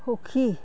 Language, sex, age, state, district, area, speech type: Assamese, female, 30-45, Assam, Dhemaji, rural, read